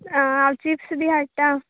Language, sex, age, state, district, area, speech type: Goan Konkani, female, 18-30, Goa, Canacona, rural, conversation